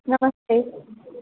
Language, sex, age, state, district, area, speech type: Marathi, female, 18-30, Maharashtra, Satara, urban, conversation